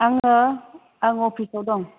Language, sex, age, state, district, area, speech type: Bodo, female, 30-45, Assam, Kokrajhar, rural, conversation